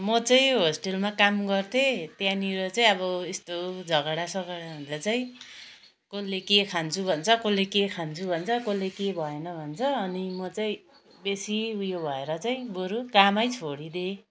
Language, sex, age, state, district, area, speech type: Nepali, female, 45-60, West Bengal, Kalimpong, rural, spontaneous